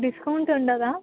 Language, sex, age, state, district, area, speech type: Telugu, female, 18-30, Telangana, Yadadri Bhuvanagiri, urban, conversation